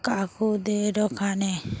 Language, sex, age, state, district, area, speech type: Bengali, female, 45-60, West Bengal, Dakshin Dinajpur, urban, spontaneous